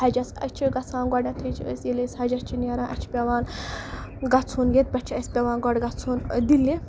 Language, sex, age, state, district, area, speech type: Kashmiri, female, 18-30, Jammu and Kashmir, Ganderbal, rural, spontaneous